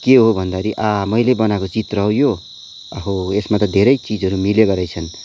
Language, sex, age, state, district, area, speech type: Nepali, male, 30-45, West Bengal, Kalimpong, rural, spontaneous